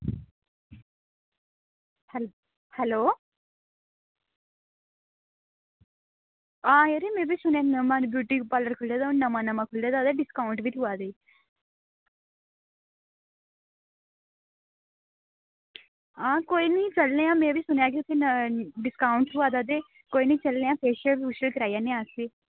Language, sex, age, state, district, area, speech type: Dogri, male, 18-30, Jammu and Kashmir, Reasi, rural, conversation